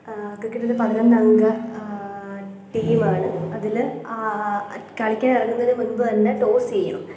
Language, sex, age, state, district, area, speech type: Malayalam, female, 18-30, Kerala, Pathanamthitta, urban, spontaneous